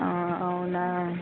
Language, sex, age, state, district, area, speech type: Telugu, female, 18-30, Andhra Pradesh, Kurnool, rural, conversation